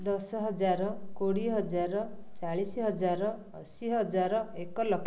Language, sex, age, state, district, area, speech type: Odia, female, 30-45, Odisha, Ganjam, urban, spontaneous